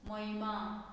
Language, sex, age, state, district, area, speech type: Goan Konkani, female, 45-60, Goa, Murmgao, rural, spontaneous